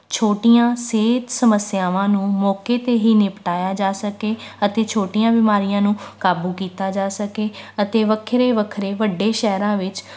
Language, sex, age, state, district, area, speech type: Punjabi, female, 18-30, Punjab, Rupnagar, urban, spontaneous